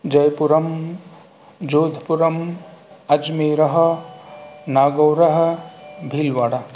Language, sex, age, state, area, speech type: Sanskrit, male, 45-60, Rajasthan, rural, spontaneous